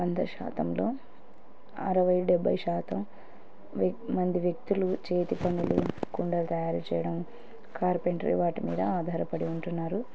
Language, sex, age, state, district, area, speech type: Telugu, female, 30-45, Andhra Pradesh, Kurnool, rural, spontaneous